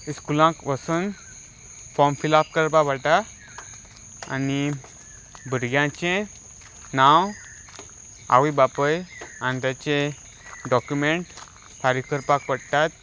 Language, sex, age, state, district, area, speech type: Goan Konkani, male, 18-30, Goa, Salcete, rural, spontaneous